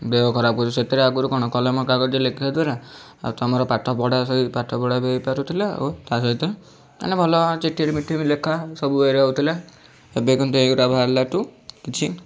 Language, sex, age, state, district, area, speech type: Odia, male, 18-30, Odisha, Bhadrak, rural, spontaneous